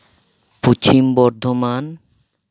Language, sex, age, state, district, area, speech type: Santali, male, 30-45, West Bengal, Paschim Bardhaman, urban, spontaneous